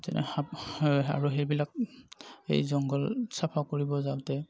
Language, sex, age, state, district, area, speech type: Assamese, male, 30-45, Assam, Darrang, rural, spontaneous